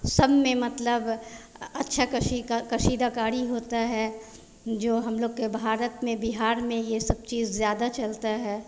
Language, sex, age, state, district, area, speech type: Hindi, female, 45-60, Bihar, Vaishali, urban, spontaneous